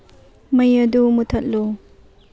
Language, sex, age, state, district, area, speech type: Manipuri, female, 18-30, Manipur, Churachandpur, rural, read